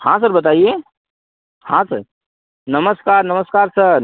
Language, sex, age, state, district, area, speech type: Hindi, male, 18-30, Uttar Pradesh, Azamgarh, rural, conversation